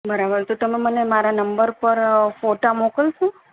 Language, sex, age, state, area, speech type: Gujarati, female, 30-45, Gujarat, urban, conversation